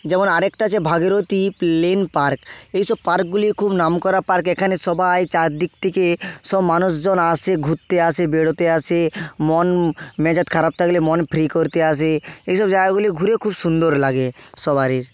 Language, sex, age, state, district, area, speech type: Bengali, male, 18-30, West Bengal, Hooghly, urban, spontaneous